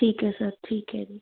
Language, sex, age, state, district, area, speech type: Punjabi, female, 30-45, Punjab, Patiala, rural, conversation